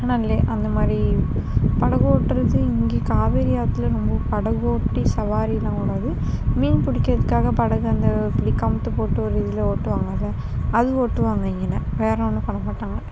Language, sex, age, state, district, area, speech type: Tamil, female, 30-45, Tamil Nadu, Tiruvarur, rural, spontaneous